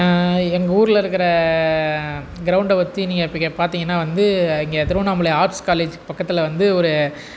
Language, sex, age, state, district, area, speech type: Tamil, male, 18-30, Tamil Nadu, Tiruvannamalai, urban, spontaneous